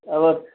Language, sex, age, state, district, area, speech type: Nepali, male, 30-45, West Bengal, Kalimpong, rural, conversation